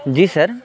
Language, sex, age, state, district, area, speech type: Urdu, male, 18-30, Uttar Pradesh, Saharanpur, urban, spontaneous